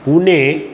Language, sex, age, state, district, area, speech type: Goan Konkani, male, 60+, Goa, Bardez, urban, spontaneous